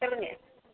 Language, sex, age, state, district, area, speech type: Tamil, female, 30-45, Tamil Nadu, Thoothukudi, rural, conversation